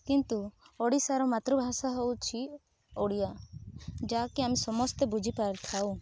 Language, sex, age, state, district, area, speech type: Odia, female, 18-30, Odisha, Rayagada, rural, spontaneous